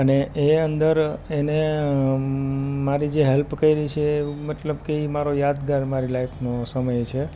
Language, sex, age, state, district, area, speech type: Gujarati, male, 30-45, Gujarat, Rajkot, rural, spontaneous